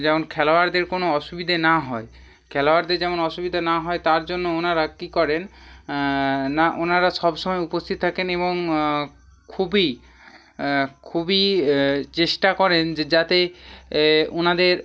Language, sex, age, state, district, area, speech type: Bengali, male, 18-30, West Bengal, Hooghly, urban, spontaneous